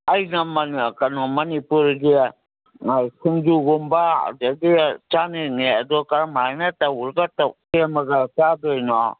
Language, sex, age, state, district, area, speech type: Manipuri, female, 60+, Manipur, Kangpokpi, urban, conversation